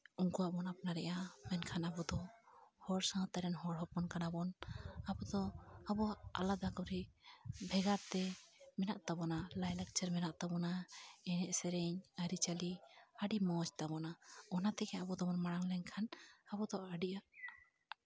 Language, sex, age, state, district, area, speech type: Santali, female, 18-30, West Bengal, Jhargram, rural, spontaneous